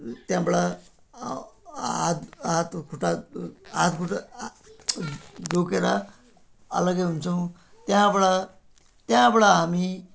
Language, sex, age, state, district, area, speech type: Nepali, male, 60+, West Bengal, Jalpaiguri, rural, spontaneous